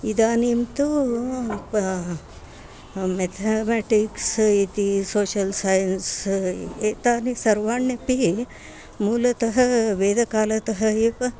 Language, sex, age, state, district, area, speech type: Sanskrit, female, 60+, Karnataka, Bangalore Urban, rural, spontaneous